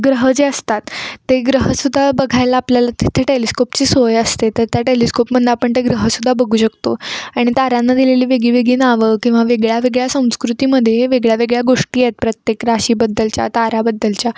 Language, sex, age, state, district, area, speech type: Marathi, female, 18-30, Maharashtra, Kolhapur, urban, spontaneous